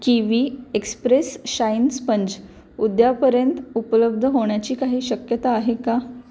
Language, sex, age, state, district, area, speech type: Marathi, female, 18-30, Maharashtra, Pune, urban, read